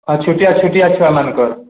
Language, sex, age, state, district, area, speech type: Odia, male, 45-60, Odisha, Nuapada, urban, conversation